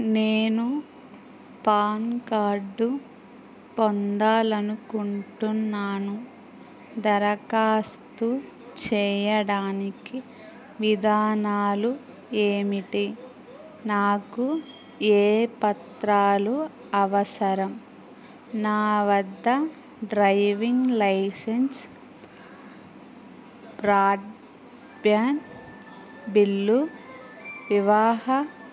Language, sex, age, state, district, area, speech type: Telugu, female, 18-30, Andhra Pradesh, Eluru, rural, read